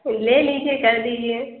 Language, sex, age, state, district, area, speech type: Urdu, female, 30-45, Uttar Pradesh, Lucknow, rural, conversation